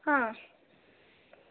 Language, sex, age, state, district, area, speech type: Kannada, female, 18-30, Karnataka, Davanagere, rural, conversation